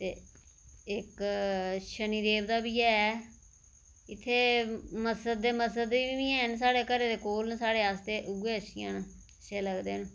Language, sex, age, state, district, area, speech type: Dogri, female, 30-45, Jammu and Kashmir, Reasi, rural, spontaneous